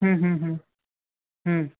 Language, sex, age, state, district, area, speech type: Bengali, male, 18-30, West Bengal, Nadia, rural, conversation